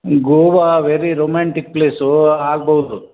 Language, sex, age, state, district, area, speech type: Kannada, male, 60+, Karnataka, Koppal, rural, conversation